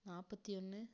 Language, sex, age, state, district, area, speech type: Tamil, female, 18-30, Tamil Nadu, Tiruppur, rural, spontaneous